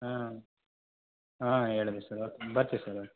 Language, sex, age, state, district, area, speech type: Kannada, male, 18-30, Karnataka, Chitradurga, rural, conversation